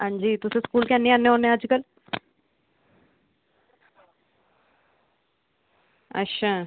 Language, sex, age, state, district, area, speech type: Dogri, female, 18-30, Jammu and Kashmir, Samba, urban, conversation